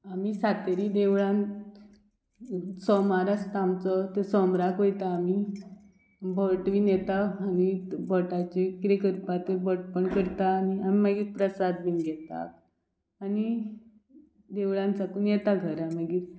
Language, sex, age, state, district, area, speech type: Goan Konkani, female, 45-60, Goa, Murmgao, rural, spontaneous